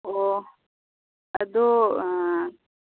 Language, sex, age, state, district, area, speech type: Manipuri, female, 18-30, Manipur, Kakching, rural, conversation